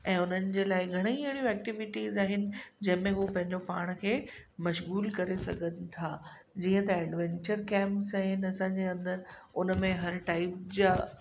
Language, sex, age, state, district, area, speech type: Sindhi, female, 45-60, Gujarat, Kutch, urban, spontaneous